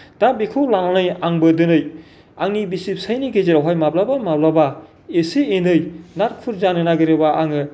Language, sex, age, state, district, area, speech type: Bodo, male, 45-60, Assam, Kokrajhar, rural, spontaneous